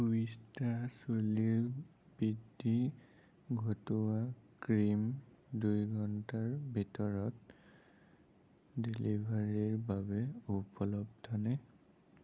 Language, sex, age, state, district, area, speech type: Assamese, male, 30-45, Assam, Sonitpur, urban, read